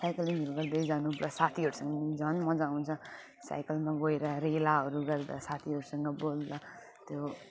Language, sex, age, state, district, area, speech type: Nepali, female, 30-45, West Bengal, Alipurduar, urban, spontaneous